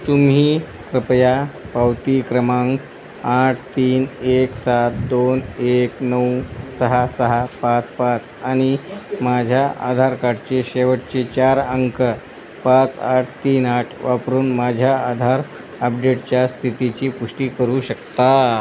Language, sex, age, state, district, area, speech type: Marathi, male, 45-60, Maharashtra, Nanded, rural, read